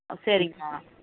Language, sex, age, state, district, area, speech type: Tamil, female, 18-30, Tamil Nadu, Namakkal, rural, conversation